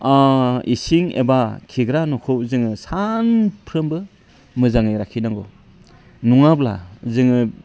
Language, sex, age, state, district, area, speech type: Bodo, male, 45-60, Assam, Udalguri, rural, spontaneous